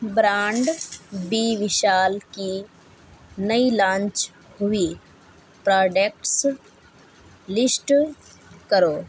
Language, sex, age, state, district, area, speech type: Urdu, female, 18-30, Delhi, South Delhi, urban, read